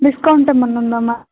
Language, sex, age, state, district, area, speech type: Telugu, female, 18-30, Telangana, Nagarkurnool, urban, conversation